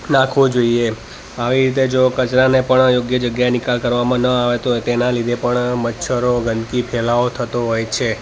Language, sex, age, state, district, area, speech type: Gujarati, male, 30-45, Gujarat, Ahmedabad, urban, spontaneous